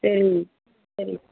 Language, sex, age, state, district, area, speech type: Tamil, female, 30-45, Tamil Nadu, Vellore, urban, conversation